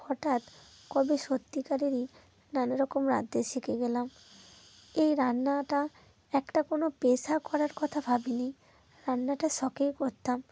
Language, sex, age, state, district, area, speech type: Bengali, female, 30-45, West Bengal, North 24 Parganas, rural, spontaneous